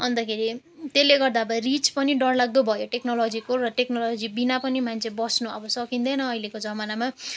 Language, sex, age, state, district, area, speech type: Nepali, female, 18-30, West Bengal, Jalpaiguri, urban, spontaneous